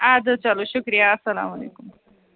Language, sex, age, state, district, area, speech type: Kashmiri, female, 60+, Jammu and Kashmir, Srinagar, urban, conversation